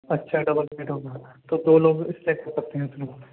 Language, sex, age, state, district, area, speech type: Urdu, male, 18-30, Delhi, Central Delhi, urban, conversation